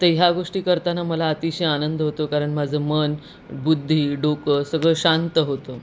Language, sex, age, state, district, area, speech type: Marathi, female, 30-45, Maharashtra, Nanded, urban, spontaneous